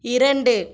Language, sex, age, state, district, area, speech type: Tamil, female, 18-30, Tamil Nadu, Cuddalore, urban, read